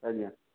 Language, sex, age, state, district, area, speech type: Odia, male, 45-60, Odisha, Jajpur, rural, conversation